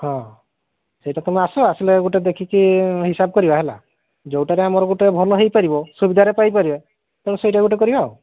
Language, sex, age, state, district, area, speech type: Odia, male, 30-45, Odisha, Mayurbhanj, rural, conversation